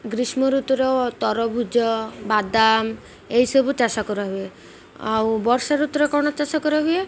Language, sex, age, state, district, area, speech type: Odia, female, 18-30, Odisha, Malkangiri, urban, spontaneous